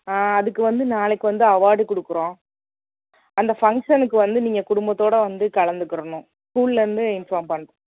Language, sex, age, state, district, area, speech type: Tamil, female, 30-45, Tamil Nadu, Perambalur, rural, conversation